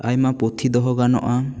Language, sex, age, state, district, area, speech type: Santali, male, 18-30, West Bengal, Bankura, rural, spontaneous